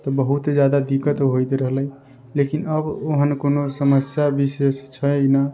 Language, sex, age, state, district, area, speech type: Maithili, male, 45-60, Bihar, Sitamarhi, rural, spontaneous